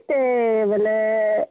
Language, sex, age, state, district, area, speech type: Odia, female, 45-60, Odisha, Kalahandi, rural, conversation